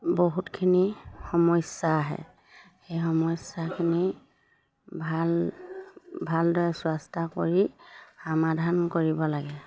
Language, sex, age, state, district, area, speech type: Assamese, female, 45-60, Assam, Sivasagar, rural, spontaneous